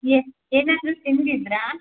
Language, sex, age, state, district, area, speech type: Kannada, female, 18-30, Karnataka, Hassan, rural, conversation